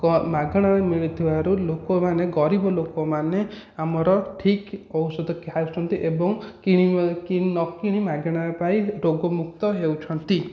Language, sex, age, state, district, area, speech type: Odia, male, 18-30, Odisha, Khordha, rural, spontaneous